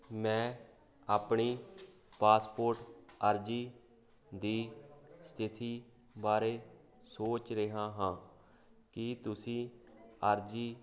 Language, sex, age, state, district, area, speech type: Punjabi, male, 30-45, Punjab, Hoshiarpur, rural, read